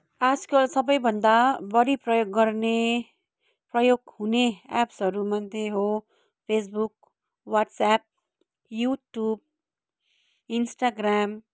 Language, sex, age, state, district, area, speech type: Nepali, female, 30-45, West Bengal, Kalimpong, rural, spontaneous